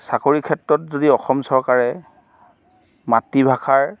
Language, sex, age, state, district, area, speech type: Assamese, male, 45-60, Assam, Golaghat, urban, spontaneous